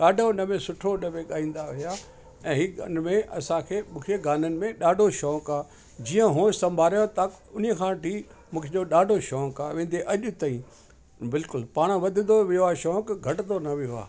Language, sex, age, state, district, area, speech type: Sindhi, male, 60+, Delhi, South Delhi, urban, spontaneous